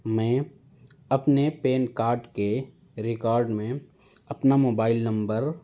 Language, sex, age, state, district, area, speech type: Urdu, male, 18-30, Delhi, North East Delhi, urban, spontaneous